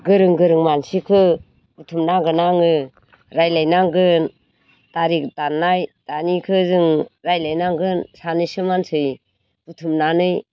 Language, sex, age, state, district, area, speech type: Bodo, female, 60+, Assam, Baksa, rural, spontaneous